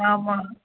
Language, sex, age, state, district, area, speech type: Tamil, female, 45-60, Tamil Nadu, Coimbatore, urban, conversation